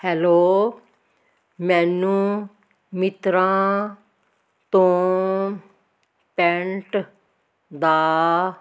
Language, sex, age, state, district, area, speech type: Punjabi, female, 60+, Punjab, Fazilka, rural, read